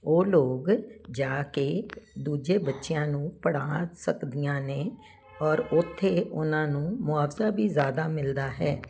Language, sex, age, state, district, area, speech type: Punjabi, female, 60+, Punjab, Jalandhar, urban, spontaneous